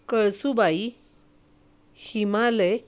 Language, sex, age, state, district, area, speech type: Marathi, female, 45-60, Maharashtra, Sangli, urban, spontaneous